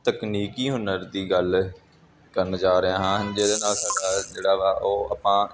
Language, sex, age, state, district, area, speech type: Punjabi, male, 18-30, Punjab, Gurdaspur, urban, spontaneous